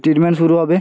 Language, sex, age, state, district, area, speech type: Bengali, male, 18-30, West Bengal, Purba Medinipur, rural, spontaneous